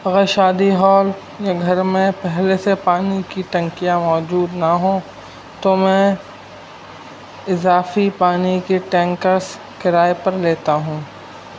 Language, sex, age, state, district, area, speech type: Urdu, male, 30-45, Uttar Pradesh, Rampur, urban, spontaneous